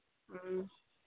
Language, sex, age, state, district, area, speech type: Manipuri, female, 30-45, Manipur, Imphal East, rural, conversation